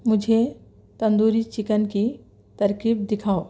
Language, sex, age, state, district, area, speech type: Urdu, male, 30-45, Telangana, Hyderabad, urban, read